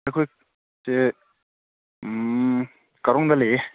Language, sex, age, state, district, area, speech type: Manipuri, male, 18-30, Manipur, Senapati, rural, conversation